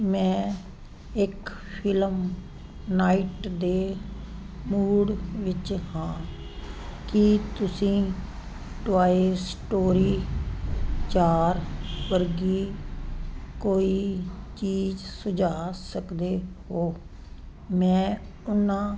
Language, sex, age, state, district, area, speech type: Punjabi, female, 60+, Punjab, Fazilka, rural, read